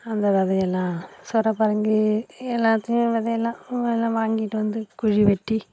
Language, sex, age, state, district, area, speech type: Tamil, female, 45-60, Tamil Nadu, Nagapattinam, rural, spontaneous